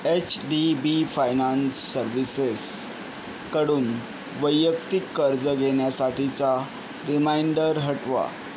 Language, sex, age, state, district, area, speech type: Marathi, male, 30-45, Maharashtra, Yavatmal, urban, read